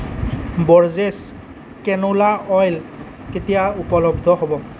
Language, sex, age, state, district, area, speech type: Assamese, male, 18-30, Assam, Nalbari, rural, read